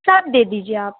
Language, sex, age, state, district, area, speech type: Urdu, female, 30-45, Uttar Pradesh, Lucknow, urban, conversation